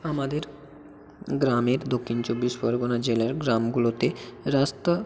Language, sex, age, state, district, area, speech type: Bengali, male, 18-30, West Bengal, South 24 Parganas, rural, spontaneous